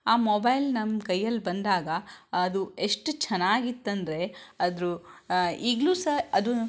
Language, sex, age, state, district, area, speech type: Kannada, female, 30-45, Karnataka, Shimoga, rural, spontaneous